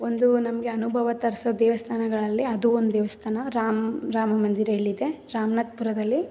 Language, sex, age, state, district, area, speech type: Kannada, female, 18-30, Karnataka, Mysore, rural, spontaneous